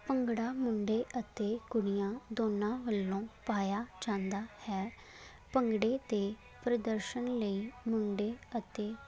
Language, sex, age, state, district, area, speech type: Punjabi, female, 18-30, Punjab, Faridkot, rural, spontaneous